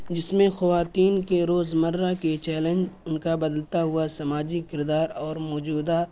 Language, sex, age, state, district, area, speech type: Urdu, male, 18-30, Uttar Pradesh, Balrampur, rural, spontaneous